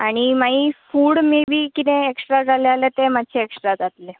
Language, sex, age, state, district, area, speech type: Goan Konkani, female, 18-30, Goa, Bardez, urban, conversation